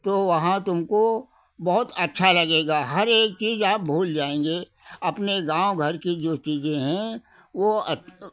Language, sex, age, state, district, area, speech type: Hindi, male, 60+, Uttar Pradesh, Hardoi, rural, spontaneous